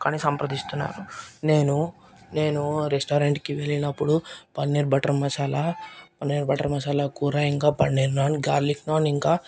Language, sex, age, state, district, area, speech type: Telugu, male, 18-30, Telangana, Nirmal, urban, spontaneous